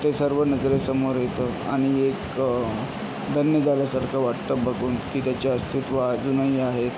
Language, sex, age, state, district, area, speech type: Marathi, male, 18-30, Maharashtra, Yavatmal, rural, spontaneous